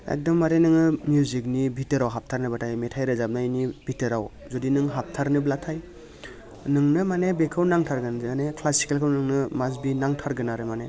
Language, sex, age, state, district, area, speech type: Bodo, male, 30-45, Assam, Baksa, urban, spontaneous